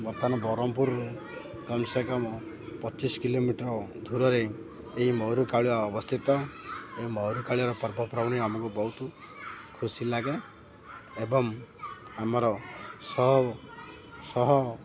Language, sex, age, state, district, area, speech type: Odia, male, 45-60, Odisha, Ganjam, urban, spontaneous